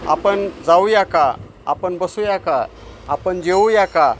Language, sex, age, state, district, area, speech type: Marathi, male, 60+, Maharashtra, Osmanabad, rural, spontaneous